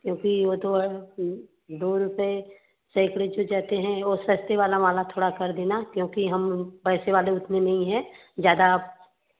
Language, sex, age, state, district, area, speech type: Hindi, female, 30-45, Uttar Pradesh, Varanasi, urban, conversation